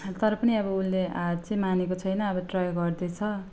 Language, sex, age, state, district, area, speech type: Nepali, female, 18-30, West Bengal, Alipurduar, urban, spontaneous